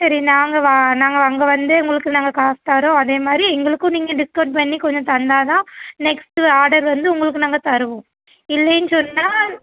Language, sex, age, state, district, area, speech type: Tamil, female, 30-45, Tamil Nadu, Thoothukudi, rural, conversation